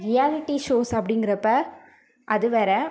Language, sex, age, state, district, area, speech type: Tamil, female, 30-45, Tamil Nadu, Ariyalur, rural, spontaneous